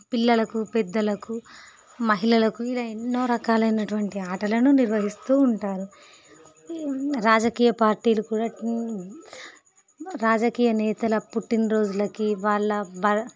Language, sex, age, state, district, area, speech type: Telugu, female, 30-45, Andhra Pradesh, Visakhapatnam, urban, spontaneous